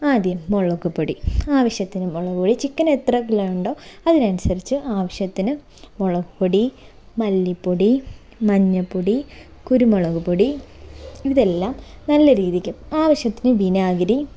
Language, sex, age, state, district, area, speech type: Malayalam, female, 18-30, Kerala, Thiruvananthapuram, rural, spontaneous